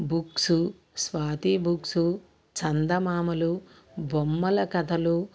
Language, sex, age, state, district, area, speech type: Telugu, female, 45-60, Andhra Pradesh, Bapatla, urban, spontaneous